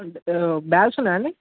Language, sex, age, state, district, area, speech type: Telugu, male, 18-30, Telangana, Sangareddy, urban, conversation